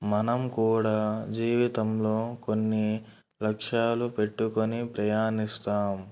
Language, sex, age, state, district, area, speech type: Telugu, male, 18-30, Andhra Pradesh, Kurnool, urban, spontaneous